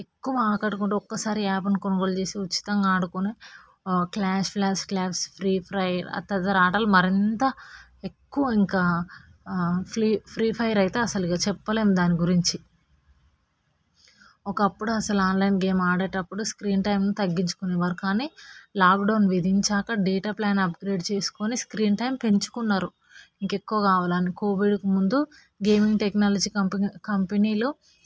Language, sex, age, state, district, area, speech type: Telugu, female, 18-30, Telangana, Hyderabad, urban, spontaneous